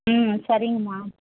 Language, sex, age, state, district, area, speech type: Tamil, female, 30-45, Tamil Nadu, Tirupattur, rural, conversation